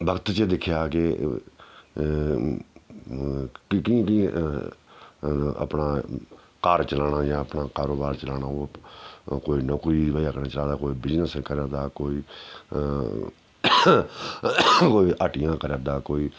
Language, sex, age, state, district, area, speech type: Dogri, male, 45-60, Jammu and Kashmir, Udhampur, rural, spontaneous